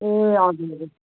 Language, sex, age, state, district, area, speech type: Nepali, female, 45-60, West Bengal, Darjeeling, rural, conversation